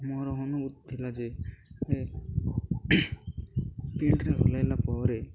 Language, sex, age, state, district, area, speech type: Odia, male, 18-30, Odisha, Nabarangpur, urban, spontaneous